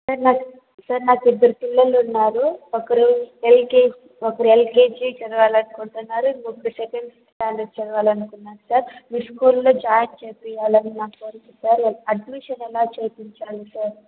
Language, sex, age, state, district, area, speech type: Telugu, female, 18-30, Andhra Pradesh, Chittoor, rural, conversation